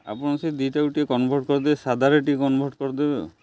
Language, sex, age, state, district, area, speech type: Odia, male, 45-60, Odisha, Jagatsinghpur, urban, spontaneous